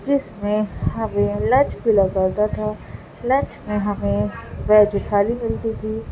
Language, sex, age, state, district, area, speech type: Urdu, female, 18-30, Delhi, Central Delhi, urban, spontaneous